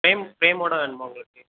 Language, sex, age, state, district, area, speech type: Tamil, male, 18-30, Tamil Nadu, Tirunelveli, rural, conversation